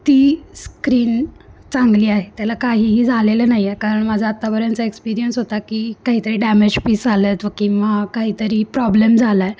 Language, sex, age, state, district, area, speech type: Marathi, female, 18-30, Maharashtra, Sangli, urban, spontaneous